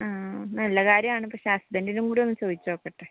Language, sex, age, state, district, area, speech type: Malayalam, female, 30-45, Kerala, Kozhikode, urban, conversation